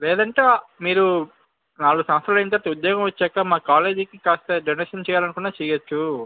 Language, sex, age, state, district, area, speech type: Telugu, male, 18-30, Andhra Pradesh, Visakhapatnam, urban, conversation